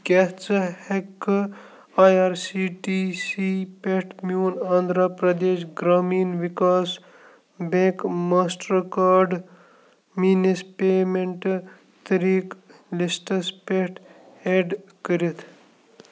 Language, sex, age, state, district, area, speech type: Kashmiri, male, 18-30, Jammu and Kashmir, Kupwara, rural, read